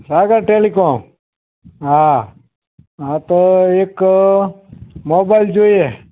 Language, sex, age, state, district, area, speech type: Gujarati, male, 18-30, Gujarat, Morbi, urban, conversation